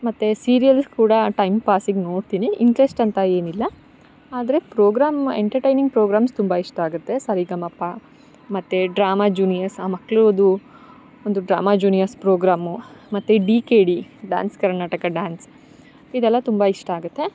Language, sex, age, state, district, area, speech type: Kannada, female, 18-30, Karnataka, Chikkamagaluru, rural, spontaneous